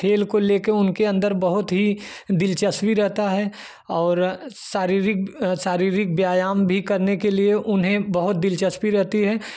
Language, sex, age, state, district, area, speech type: Hindi, male, 30-45, Uttar Pradesh, Jaunpur, rural, spontaneous